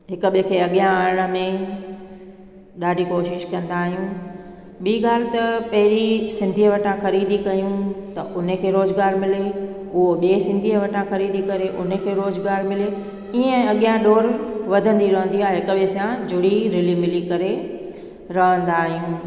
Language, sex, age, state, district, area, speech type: Sindhi, female, 45-60, Gujarat, Junagadh, urban, spontaneous